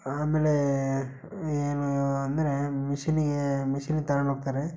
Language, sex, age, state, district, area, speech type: Kannada, male, 18-30, Karnataka, Chitradurga, rural, spontaneous